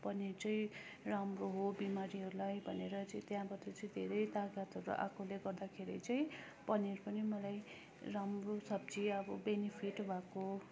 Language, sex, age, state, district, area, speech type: Nepali, female, 18-30, West Bengal, Darjeeling, rural, spontaneous